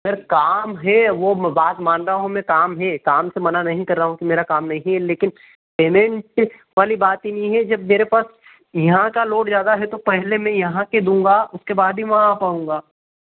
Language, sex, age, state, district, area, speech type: Hindi, male, 30-45, Madhya Pradesh, Ujjain, rural, conversation